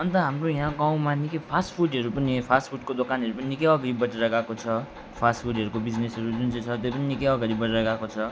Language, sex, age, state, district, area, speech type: Nepali, male, 45-60, West Bengal, Alipurduar, urban, spontaneous